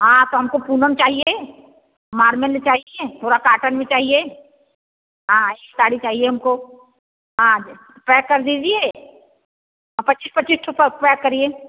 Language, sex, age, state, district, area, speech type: Hindi, female, 60+, Uttar Pradesh, Bhadohi, rural, conversation